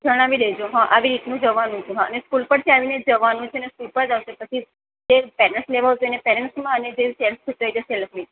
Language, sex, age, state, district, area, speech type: Gujarati, female, 18-30, Gujarat, Surat, urban, conversation